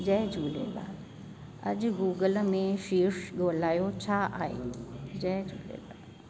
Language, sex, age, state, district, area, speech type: Sindhi, female, 60+, Delhi, South Delhi, urban, read